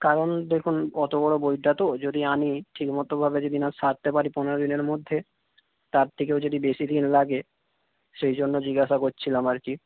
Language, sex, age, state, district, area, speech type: Bengali, male, 18-30, West Bengal, North 24 Parganas, rural, conversation